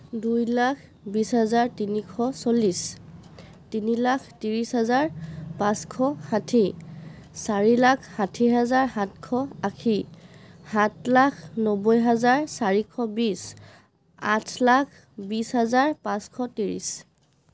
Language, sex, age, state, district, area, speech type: Assamese, female, 30-45, Assam, Charaideo, urban, spontaneous